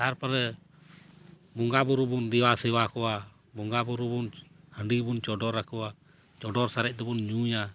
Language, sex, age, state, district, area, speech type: Santali, male, 30-45, West Bengal, Paschim Bardhaman, rural, spontaneous